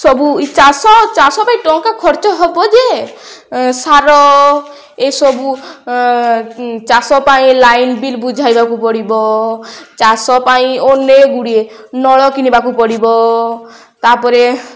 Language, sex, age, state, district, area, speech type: Odia, female, 18-30, Odisha, Balangir, urban, spontaneous